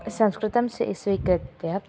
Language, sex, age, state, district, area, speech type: Sanskrit, female, 18-30, Maharashtra, Thane, urban, spontaneous